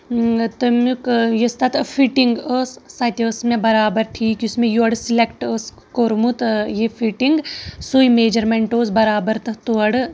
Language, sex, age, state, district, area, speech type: Kashmiri, female, 30-45, Jammu and Kashmir, Shopian, urban, spontaneous